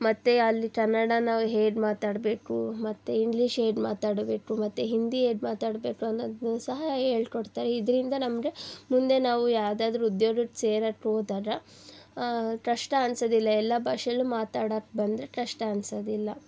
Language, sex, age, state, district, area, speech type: Kannada, female, 18-30, Karnataka, Chitradurga, rural, spontaneous